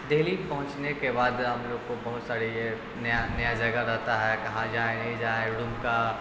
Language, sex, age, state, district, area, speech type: Urdu, male, 18-30, Bihar, Darbhanga, urban, spontaneous